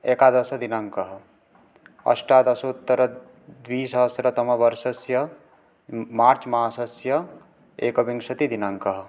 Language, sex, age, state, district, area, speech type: Sanskrit, male, 18-30, West Bengal, Paschim Medinipur, urban, spontaneous